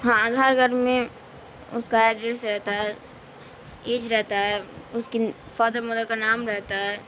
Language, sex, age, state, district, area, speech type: Urdu, female, 18-30, Bihar, Madhubani, rural, spontaneous